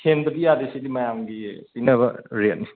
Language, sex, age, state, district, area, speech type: Manipuri, male, 30-45, Manipur, Kangpokpi, urban, conversation